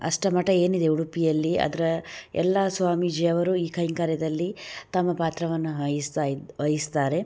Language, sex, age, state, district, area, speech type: Kannada, female, 30-45, Karnataka, Udupi, rural, spontaneous